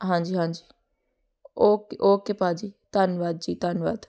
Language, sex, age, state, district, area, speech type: Punjabi, female, 18-30, Punjab, Amritsar, urban, spontaneous